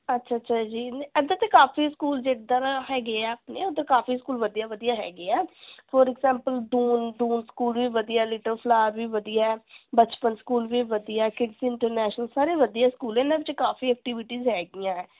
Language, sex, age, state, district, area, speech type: Punjabi, female, 18-30, Punjab, Gurdaspur, urban, conversation